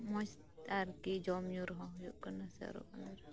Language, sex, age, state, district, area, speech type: Santali, female, 18-30, West Bengal, Birbhum, rural, spontaneous